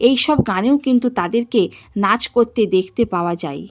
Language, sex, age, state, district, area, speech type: Bengali, female, 45-60, West Bengal, Purba Medinipur, rural, spontaneous